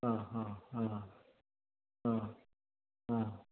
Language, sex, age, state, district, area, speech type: Malayalam, male, 45-60, Kerala, Idukki, rural, conversation